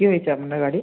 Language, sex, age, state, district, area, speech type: Bengali, male, 30-45, West Bengal, Bankura, urban, conversation